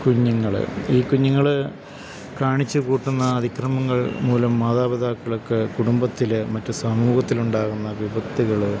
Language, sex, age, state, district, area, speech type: Malayalam, male, 45-60, Kerala, Idukki, rural, spontaneous